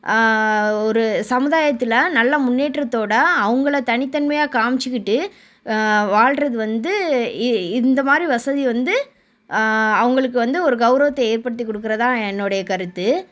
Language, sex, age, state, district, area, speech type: Tamil, female, 30-45, Tamil Nadu, Sivaganga, rural, spontaneous